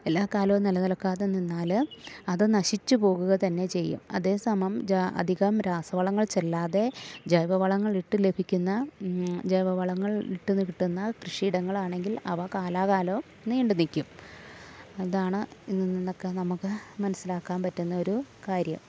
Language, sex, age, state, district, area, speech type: Malayalam, female, 30-45, Kerala, Idukki, rural, spontaneous